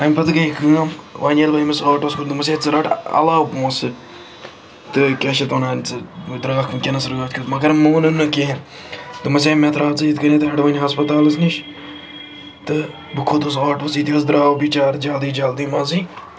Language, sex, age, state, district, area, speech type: Kashmiri, male, 45-60, Jammu and Kashmir, Srinagar, urban, spontaneous